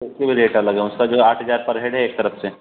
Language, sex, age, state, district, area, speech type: Hindi, male, 30-45, Uttar Pradesh, Hardoi, rural, conversation